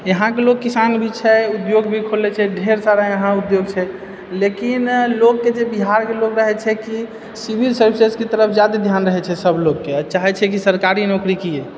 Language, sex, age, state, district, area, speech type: Maithili, male, 30-45, Bihar, Purnia, urban, spontaneous